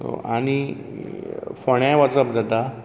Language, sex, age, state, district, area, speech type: Goan Konkani, male, 45-60, Goa, Bardez, urban, spontaneous